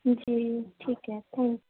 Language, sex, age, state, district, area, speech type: Urdu, female, 18-30, Uttar Pradesh, Gautam Buddha Nagar, rural, conversation